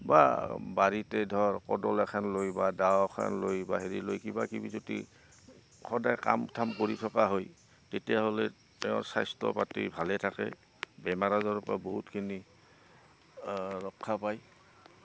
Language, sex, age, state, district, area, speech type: Assamese, male, 60+, Assam, Goalpara, urban, spontaneous